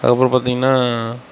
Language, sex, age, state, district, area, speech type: Tamil, male, 60+, Tamil Nadu, Mayiladuthurai, rural, spontaneous